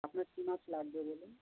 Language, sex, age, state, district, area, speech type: Bengali, male, 45-60, West Bengal, South 24 Parganas, rural, conversation